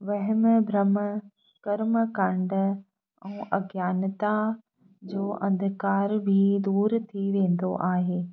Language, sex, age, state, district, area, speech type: Sindhi, female, 30-45, Madhya Pradesh, Katni, rural, spontaneous